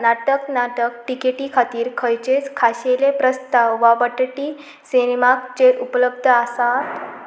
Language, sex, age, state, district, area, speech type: Goan Konkani, female, 18-30, Goa, Pernem, rural, read